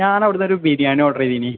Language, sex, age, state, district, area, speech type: Malayalam, male, 18-30, Kerala, Kozhikode, urban, conversation